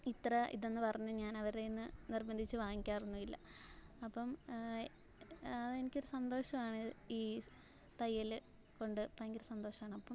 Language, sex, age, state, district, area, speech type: Malayalam, female, 18-30, Kerala, Alappuzha, rural, spontaneous